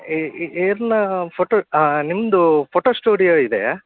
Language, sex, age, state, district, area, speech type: Kannada, male, 45-60, Karnataka, Udupi, rural, conversation